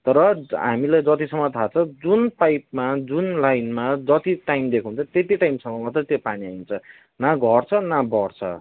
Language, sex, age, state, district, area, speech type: Nepali, male, 18-30, West Bengal, Kalimpong, rural, conversation